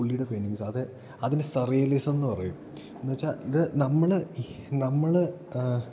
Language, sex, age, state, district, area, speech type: Malayalam, male, 18-30, Kerala, Idukki, rural, spontaneous